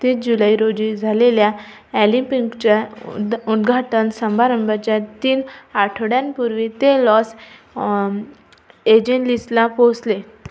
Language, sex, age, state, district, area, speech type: Marathi, female, 18-30, Maharashtra, Amravati, urban, read